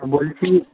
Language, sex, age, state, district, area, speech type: Bengali, male, 30-45, West Bengal, Jhargram, rural, conversation